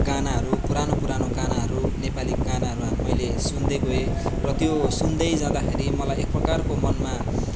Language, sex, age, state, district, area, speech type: Nepali, male, 18-30, West Bengal, Darjeeling, rural, spontaneous